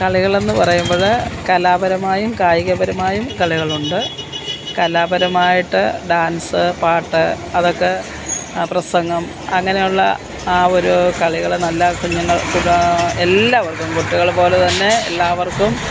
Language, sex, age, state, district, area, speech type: Malayalam, female, 60+, Kerala, Kottayam, urban, spontaneous